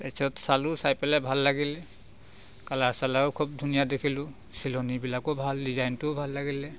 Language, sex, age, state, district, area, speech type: Assamese, male, 45-60, Assam, Biswanath, rural, spontaneous